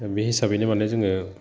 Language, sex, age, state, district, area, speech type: Bodo, male, 30-45, Assam, Udalguri, urban, spontaneous